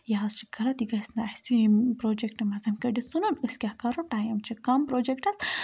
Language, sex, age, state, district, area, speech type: Kashmiri, female, 18-30, Jammu and Kashmir, Budgam, rural, spontaneous